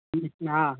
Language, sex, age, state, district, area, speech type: Hindi, male, 30-45, Madhya Pradesh, Gwalior, rural, conversation